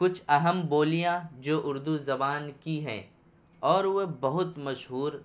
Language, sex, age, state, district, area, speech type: Urdu, male, 18-30, Bihar, Purnia, rural, spontaneous